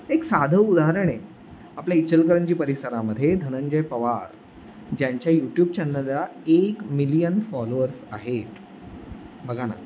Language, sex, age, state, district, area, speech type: Marathi, male, 30-45, Maharashtra, Sangli, urban, spontaneous